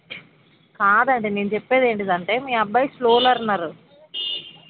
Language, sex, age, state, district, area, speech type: Telugu, female, 18-30, Telangana, Hyderabad, urban, conversation